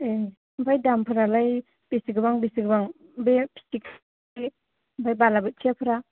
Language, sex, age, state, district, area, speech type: Bodo, male, 30-45, Assam, Chirang, rural, conversation